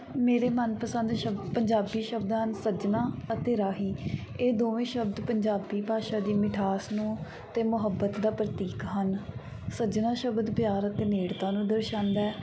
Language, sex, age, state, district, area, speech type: Punjabi, female, 18-30, Punjab, Mansa, urban, spontaneous